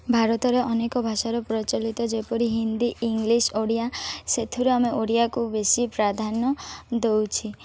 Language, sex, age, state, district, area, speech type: Odia, female, 18-30, Odisha, Malkangiri, rural, spontaneous